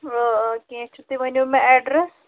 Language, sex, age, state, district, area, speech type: Kashmiri, male, 18-30, Jammu and Kashmir, Budgam, rural, conversation